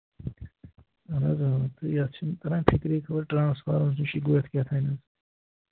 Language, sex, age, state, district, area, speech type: Kashmiri, male, 18-30, Jammu and Kashmir, Pulwama, urban, conversation